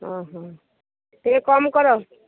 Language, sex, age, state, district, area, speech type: Odia, female, 45-60, Odisha, Malkangiri, urban, conversation